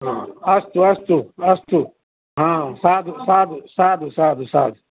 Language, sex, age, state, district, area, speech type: Sanskrit, male, 60+, Bihar, Madhubani, urban, conversation